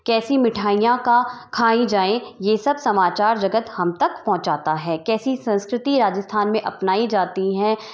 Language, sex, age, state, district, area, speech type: Hindi, female, 60+, Rajasthan, Jaipur, urban, spontaneous